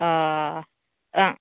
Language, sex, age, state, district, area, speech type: Bodo, female, 30-45, Assam, Baksa, rural, conversation